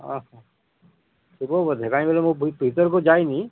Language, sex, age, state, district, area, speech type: Odia, male, 45-60, Odisha, Malkangiri, urban, conversation